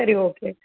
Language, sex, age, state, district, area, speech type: Tamil, female, 30-45, Tamil Nadu, Chennai, urban, conversation